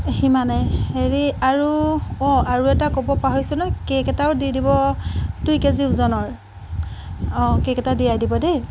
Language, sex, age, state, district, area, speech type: Assamese, female, 45-60, Assam, Golaghat, urban, spontaneous